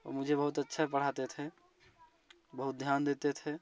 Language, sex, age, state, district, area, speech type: Hindi, male, 18-30, Uttar Pradesh, Jaunpur, rural, spontaneous